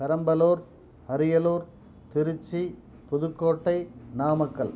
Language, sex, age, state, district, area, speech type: Tamil, male, 45-60, Tamil Nadu, Perambalur, urban, spontaneous